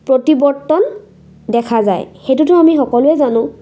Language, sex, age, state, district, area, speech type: Assamese, female, 18-30, Assam, Sivasagar, urban, spontaneous